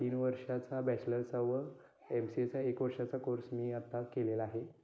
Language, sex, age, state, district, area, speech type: Marathi, male, 18-30, Maharashtra, Kolhapur, rural, spontaneous